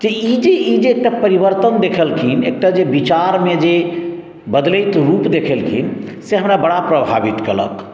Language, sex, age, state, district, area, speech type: Maithili, male, 60+, Bihar, Madhubani, urban, spontaneous